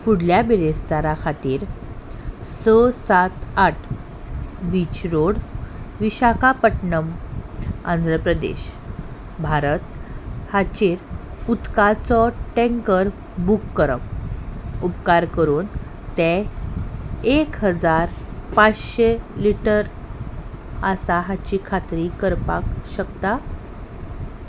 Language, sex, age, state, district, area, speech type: Goan Konkani, female, 30-45, Goa, Salcete, urban, read